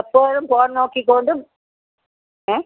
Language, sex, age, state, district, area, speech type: Malayalam, female, 60+, Kerala, Kasaragod, rural, conversation